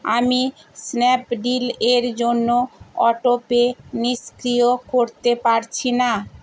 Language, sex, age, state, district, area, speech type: Bengali, female, 60+, West Bengal, Purba Medinipur, rural, read